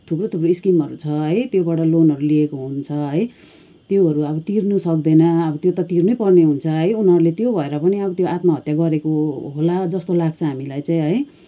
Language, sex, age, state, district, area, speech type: Nepali, female, 45-60, West Bengal, Kalimpong, rural, spontaneous